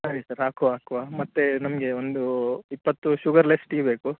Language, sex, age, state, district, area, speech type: Kannada, male, 30-45, Karnataka, Udupi, urban, conversation